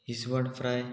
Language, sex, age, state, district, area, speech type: Goan Konkani, male, 18-30, Goa, Murmgao, rural, spontaneous